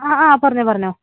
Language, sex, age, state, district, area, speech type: Malayalam, female, 18-30, Kerala, Wayanad, rural, conversation